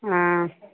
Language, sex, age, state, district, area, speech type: Tamil, female, 18-30, Tamil Nadu, Kallakurichi, rural, conversation